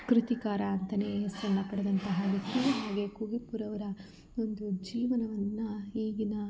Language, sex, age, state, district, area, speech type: Kannada, female, 30-45, Karnataka, Mandya, rural, spontaneous